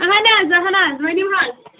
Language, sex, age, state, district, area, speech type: Kashmiri, female, 30-45, Jammu and Kashmir, Anantnag, rural, conversation